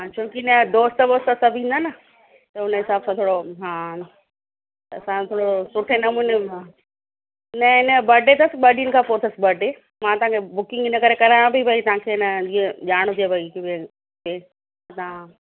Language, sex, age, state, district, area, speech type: Sindhi, female, 45-60, Gujarat, Kutch, rural, conversation